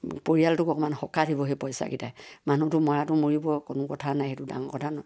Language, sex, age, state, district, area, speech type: Assamese, female, 60+, Assam, Kamrup Metropolitan, rural, spontaneous